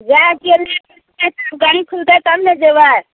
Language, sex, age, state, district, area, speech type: Maithili, female, 60+, Bihar, Araria, rural, conversation